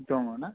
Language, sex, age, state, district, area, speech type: Bodo, male, 18-30, Assam, Chirang, rural, conversation